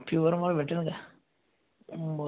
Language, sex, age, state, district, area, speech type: Marathi, male, 30-45, Maharashtra, Buldhana, rural, conversation